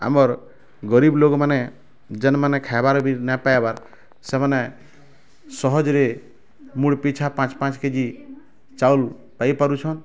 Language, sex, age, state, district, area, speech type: Odia, male, 45-60, Odisha, Bargarh, rural, spontaneous